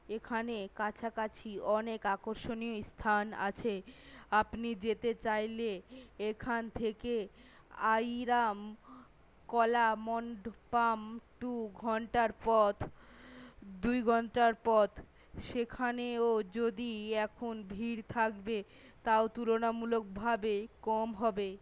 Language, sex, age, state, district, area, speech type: Bengali, female, 18-30, West Bengal, Malda, urban, read